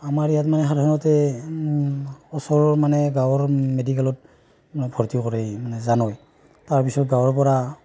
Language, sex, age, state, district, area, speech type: Assamese, male, 30-45, Assam, Barpeta, rural, spontaneous